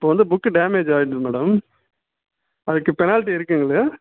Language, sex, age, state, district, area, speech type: Tamil, male, 18-30, Tamil Nadu, Ranipet, urban, conversation